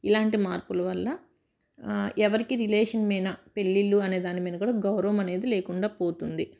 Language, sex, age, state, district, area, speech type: Telugu, female, 30-45, Telangana, Medchal, rural, spontaneous